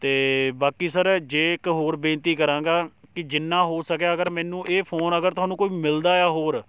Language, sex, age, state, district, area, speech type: Punjabi, male, 18-30, Punjab, Shaheed Bhagat Singh Nagar, rural, spontaneous